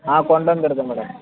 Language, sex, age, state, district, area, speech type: Tamil, male, 18-30, Tamil Nadu, Tirunelveli, rural, conversation